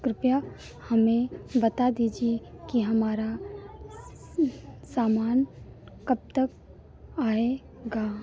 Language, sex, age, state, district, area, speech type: Hindi, female, 30-45, Uttar Pradesh, Lucknow, rural, spontaneous